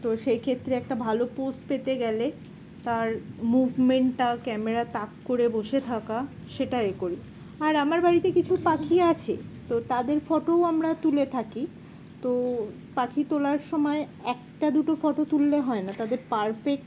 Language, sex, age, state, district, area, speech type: Bengali, female, 30-45, West Bengal, Dakshin Dinajpur, urban, spontaneous